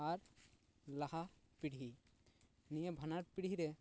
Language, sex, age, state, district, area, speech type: Santali, male, 30-45, West Bengal, Paschim Bardhaman, rural, spontaneous